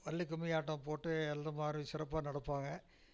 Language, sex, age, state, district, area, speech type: Tamil, male, 60+, Tamil Nadu, Namakkal, rural, spontaneous